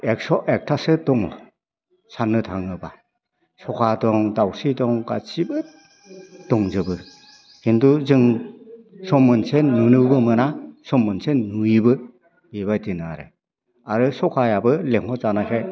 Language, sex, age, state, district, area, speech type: Bodo, male, 60+, Assam, Udalguri, rural, spontaneous